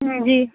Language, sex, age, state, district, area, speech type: Punjabi, female, 30-45, Punjab, Kapurthala, urban, conversation